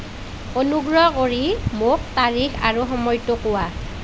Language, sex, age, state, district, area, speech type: Assamese, female, 30-45, Assam, Nalbari, rural, read